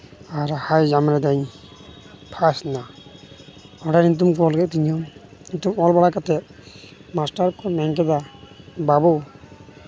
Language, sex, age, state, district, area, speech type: Santali, male, 18-30, West Bengal, Uttar Dinajpur, rural, spontaneous